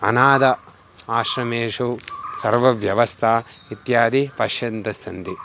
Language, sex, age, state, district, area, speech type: Sanskrit, male, 18-30, Andhra Pradesh, Guntur, rural, spontaneous